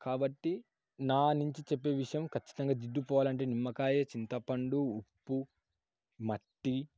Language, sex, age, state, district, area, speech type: Telugu, male, 18-30, Telangana, Yadadri Bhuvanagiri, urban, spontaneous